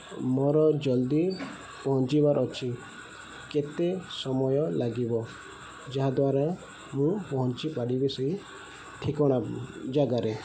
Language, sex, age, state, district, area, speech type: Odia, male, 18-30, Odisha, Sundergarh, urban, spontaneous